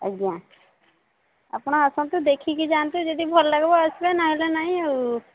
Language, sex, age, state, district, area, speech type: Odia, male, 18-30, Odisha, Sambalpur, rural, conversation